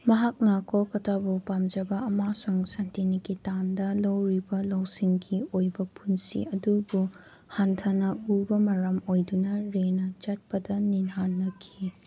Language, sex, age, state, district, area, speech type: Manipuri, female, 18-30, Manipur, Kangpokpi, rural, read